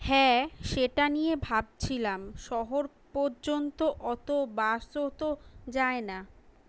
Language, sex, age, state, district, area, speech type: Bengali, female, 18-30, West Bengal, Kolkata, urban, read